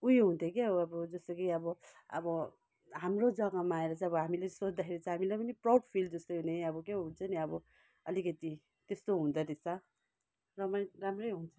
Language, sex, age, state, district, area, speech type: Nepali, female, 60+, West Bengal, Kalimpong, rural, spontaneous